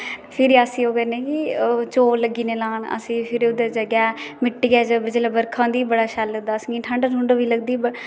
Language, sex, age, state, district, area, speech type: Dogri, female, 18-30, Jammu and Kashmir, Kathua, rural, spontaneous